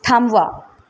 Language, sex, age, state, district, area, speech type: Marathi, female, 30-45, Maharashtra, Mumbai Suburban, urban, read